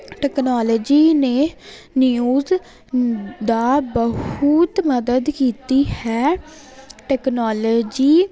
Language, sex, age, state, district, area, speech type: Punjabi, female, 18-30, Punjab, Jalandhar, urban, spontaneous